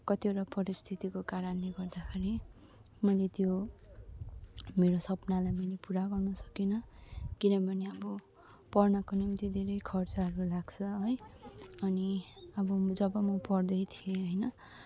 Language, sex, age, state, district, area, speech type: Nepali, female, 18-30, West Bengal, Darjeeling, rural, spontaneous